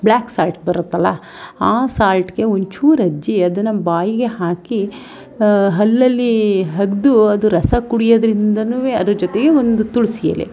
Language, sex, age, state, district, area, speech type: Kannada, female, 30-45, Karnataka, Mandya, rural, spontaneous